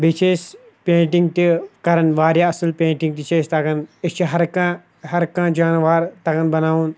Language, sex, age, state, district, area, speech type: Kashmiri, male, 18-30, Jammu and Kashmir, Kulgam, rural, spontaneous